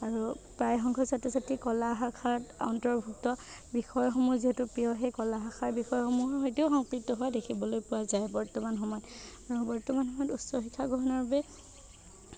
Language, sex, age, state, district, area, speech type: Assamese, female, 18-30, Assam, Nagaon, rural, spontaneous